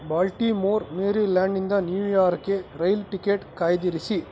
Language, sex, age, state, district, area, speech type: Kannada, male, 45-60, Karnataka, Chikkaballapur, rural, read